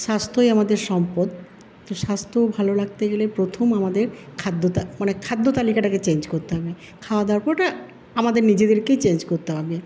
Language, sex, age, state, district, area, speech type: Bengali, female, 45-60, West Bengal, Paschim Bardhaman, urban, spontaneous